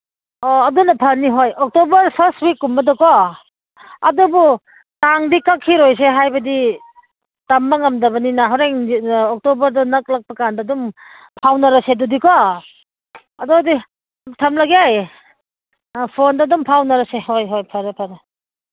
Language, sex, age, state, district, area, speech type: Manipuri, female, 45-60, Manipur, Ukhrul, rural, conversation